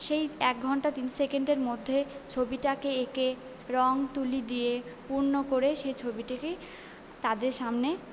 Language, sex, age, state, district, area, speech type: Bengali, female, 18-30, West Bengal, Purba Bardhaman, urban, spontaneous